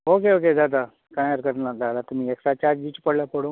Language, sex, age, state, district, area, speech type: Goan Konkani, male, 45-60, Goa, Canacona, rural, conversation